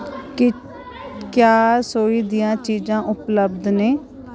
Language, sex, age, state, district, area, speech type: Dogri, female, 45-60, Jammu and Kashmir, Kathua, rural, read